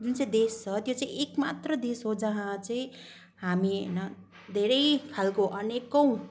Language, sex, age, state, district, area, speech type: Nepali, female, 18-30, West Bengal, Kalimpong, rural, spontaneous